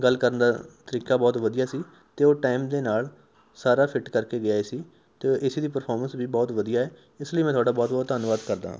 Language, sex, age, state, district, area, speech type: Punjabi, male, 18-30, Punjab, Rupnagar, rural, spontaneous